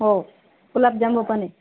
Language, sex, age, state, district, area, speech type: Marathi, female, 30-45, Maharashtra, Nanded, rural, conversation